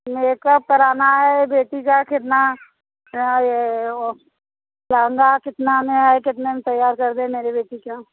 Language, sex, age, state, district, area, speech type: Hindi, female, 30-45, Uttar Pradesh, Bhadohi, rural, conversation